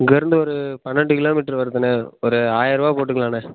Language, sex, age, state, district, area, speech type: Tamil, male, 18-30, Tamil Nadu, Ariyalur, rural, conversation